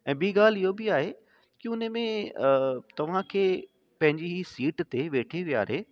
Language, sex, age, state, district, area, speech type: Sindhi, male, 30-45, Delhi, South Delhi, urban, spontaneous